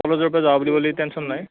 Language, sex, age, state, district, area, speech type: Assamese, male, 18-30, Assam, Darrang, rural, conversation